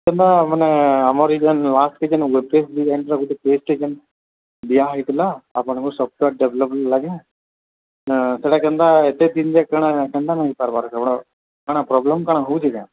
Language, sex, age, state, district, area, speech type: Odia, male, 45-60, Odisha, Nuapada, urban, conversation